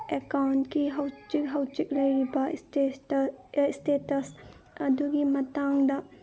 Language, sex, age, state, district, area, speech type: Manipuri, female, 30-45, Manipur, Senapati, rural, read